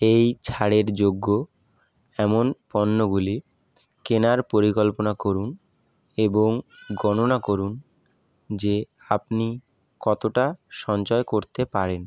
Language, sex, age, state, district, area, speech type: Bengali, male, 18-30, West Bengal, Howrah, urban, read